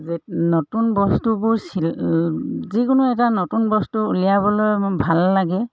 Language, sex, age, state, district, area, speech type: Assamese, female, 45-60, Assam, Dhemaji, urban, spontaneous